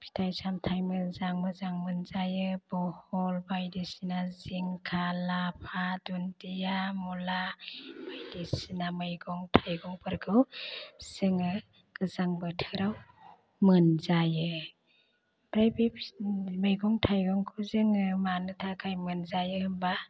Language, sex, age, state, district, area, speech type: Bodo, female, 45-60, Assam, Chirang, rural, spontaneous